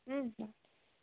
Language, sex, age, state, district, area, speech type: Assamese, female, 18-30, Assam, Nagaon, rural, conversation